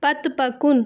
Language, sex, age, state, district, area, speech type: Kashmiri, female, 18-30, Jammu and Kashmir, Budgam, rural, read